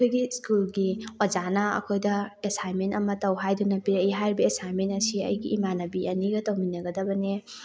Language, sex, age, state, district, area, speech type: Manipuri, female, 30-45, Manipur, Thoubal, rural, spontaneous